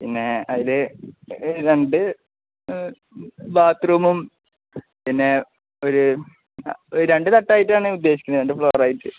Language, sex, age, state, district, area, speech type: Malayalam, male, 18-30, Kerala, Malappuram, rural, conversation